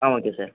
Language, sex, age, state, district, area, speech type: Tamil, male, 18-30, Tamil Nadu, Thanjavur, rural, conversation